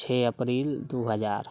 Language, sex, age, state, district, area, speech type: Maithili, male, 30-45, Bihar, Sitamarhi, urban, spontaneous